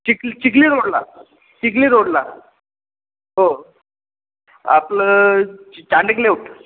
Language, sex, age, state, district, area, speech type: Marathi, male, 30-45, Maharashtra, Buldhana, rural, conversation